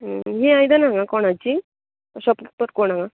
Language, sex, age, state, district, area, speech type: Goan Konkani, female, 45-60, Goa, Bardez, urban, conversation